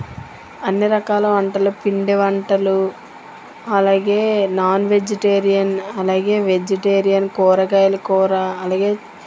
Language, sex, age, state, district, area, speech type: Telugu, female, 45-60, Telangana, Mancherial, rural, spontaneous